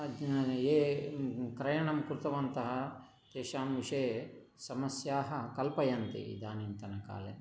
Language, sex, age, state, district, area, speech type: Sanskrit, male, 60+, Telangana, Nalgonda, urban, spontaneous